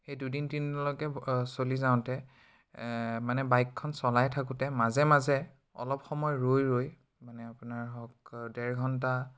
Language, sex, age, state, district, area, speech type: Assamese, male, 18-30, Assam, Biswanath, rural, spontaneous